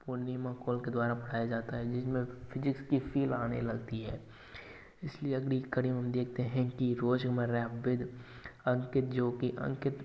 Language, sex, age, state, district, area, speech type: Hindi, male, 18-30, Rajasthan, Bharatpur, rural, spontaneous